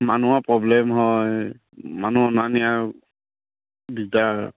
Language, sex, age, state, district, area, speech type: Assamese, male, 45-60, Assam, Charaideo, rural, conversation